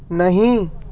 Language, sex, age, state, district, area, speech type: Urdu, male, 60+, Maharashtra, Nashik, rural, read